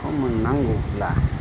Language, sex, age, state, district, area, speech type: Bodo, male, 45-60, Assam, Kokrajhar, rural, spontaneous